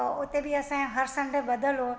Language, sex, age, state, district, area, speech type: Sindhi, female, 45-60, Gujarat, Junagadh, urban, spontaneous